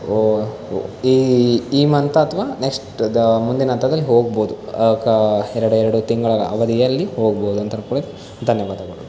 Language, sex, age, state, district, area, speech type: Kannada, male, 18-30, Karnataka, Davanagere, rural, spontaneous